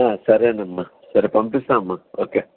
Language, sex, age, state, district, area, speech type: Telugu, male, 60+, Andhra Pradesh, N T Rama Rao, urban, conversation